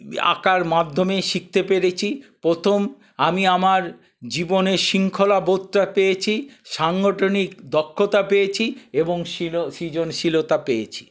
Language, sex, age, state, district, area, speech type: Bengali, male, 60+, West Bengal, Paschim Bardhaman, urban, spontaneous